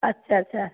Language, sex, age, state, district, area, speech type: Odia, female, 60+, Odisha, Cuttack, urban, conversation